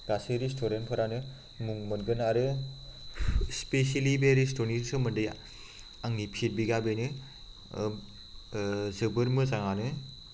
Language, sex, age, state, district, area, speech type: Bodo, male, 30-45, Assam, Chirang, rural, spontaneous